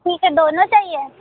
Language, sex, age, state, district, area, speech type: Hindi, female, 30-45, Uttar Pradesh, Mirzapur, rural, conversation